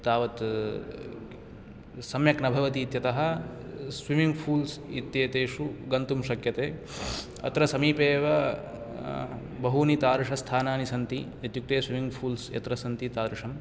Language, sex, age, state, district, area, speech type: Sanskrit, male, 18-30, Karnataka, Uttara Kannada, rural, spontaneous